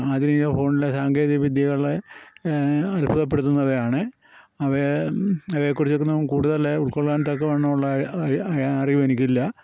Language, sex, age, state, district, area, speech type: Malayalam, male, 60+, Kerala, Pathanamthitta, rural, spontaneous